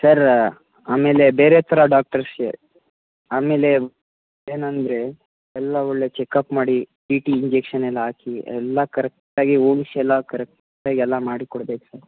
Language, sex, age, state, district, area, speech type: Kannada, male, 18-30, Karnataka, Mysore, rural, conversation